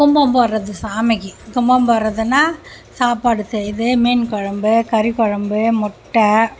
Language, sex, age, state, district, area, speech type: Tamil, female, 60+, Tamil Nadu, Mayiladuthurai, rural, spontaneous